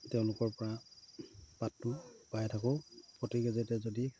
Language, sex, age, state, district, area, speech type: Assamese, male, 30-45, Assam, Sivasagar, rural, spontaneous